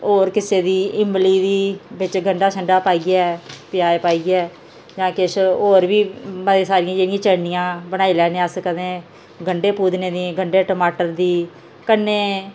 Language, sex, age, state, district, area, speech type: Dogri, female, 30-45, Jammu and Kashmir, Jammu, rural, spontaneous